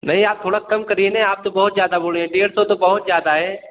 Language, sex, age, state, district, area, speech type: Hindi, male, 18-30, Uttar Pradesh, Jaunpur, urban, conversation